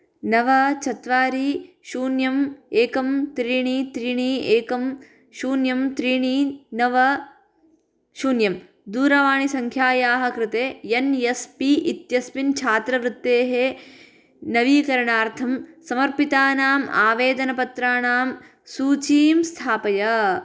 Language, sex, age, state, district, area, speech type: Sanskrit, female, 18-30, Karnataka, Bagalkot, urban, read